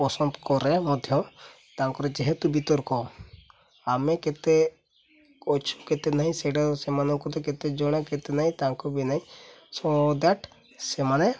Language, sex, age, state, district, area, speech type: Odia, male, 18-30, Odisha, Mayurbhanj, rural, spontaneous